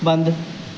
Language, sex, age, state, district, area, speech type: Punjabi, male, 18-30, Punjab, Bathinda, urban, read